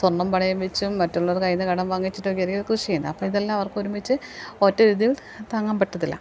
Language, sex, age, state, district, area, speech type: Malayalam, female, 45-60, Kerala, Kottayam, rural, spontaneous